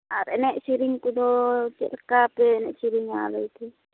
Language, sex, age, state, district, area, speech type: Santali, female, 18-30, West Bengal, Uttar Dinajpur, rural, conversation